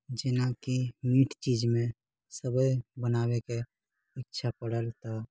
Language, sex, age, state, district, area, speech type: Maithili, male, 30-45, Bihar, Saharsa, rural, spontaneous